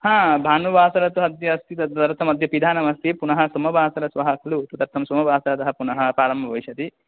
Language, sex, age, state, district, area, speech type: Sanskrit, male, 18-30, West Bengal, Cooch Behar, rural, conversation